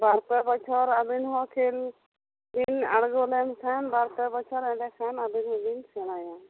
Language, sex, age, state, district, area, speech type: Santali, female, 30-45, West Bengal, Bankura, rural, conversation